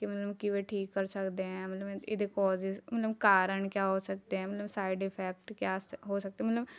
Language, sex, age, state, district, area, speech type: Punjabi, female, 18-30, Punjab, Shaheed Bhagat Singh Nagar, rural, spontaneous